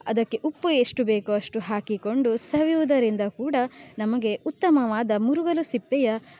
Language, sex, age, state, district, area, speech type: Kannada, female, 18-30, Karnataka, Uttara Kannada, rural, spontaneous